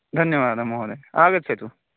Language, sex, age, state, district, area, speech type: Sanskrit, male, 18-30, Odisha, Balangir, rural, conversation